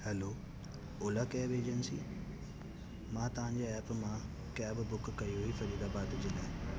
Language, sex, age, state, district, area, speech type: Sindhi, male, 18-30, Delhi, South Delhi, urban, spontaneous